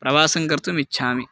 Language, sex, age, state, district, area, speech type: Sanskrit, male, 18-30, Karnataka, Bagalkot, rural, spontaneous